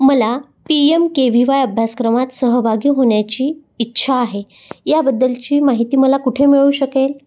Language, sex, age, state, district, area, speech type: Marathi, female, 30-45, Maharashtra, Amravati, rural, spontaneous